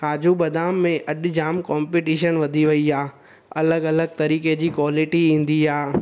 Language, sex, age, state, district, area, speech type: Sindhi, male, 18-30, Gujarat, Surat, urban, spontaneous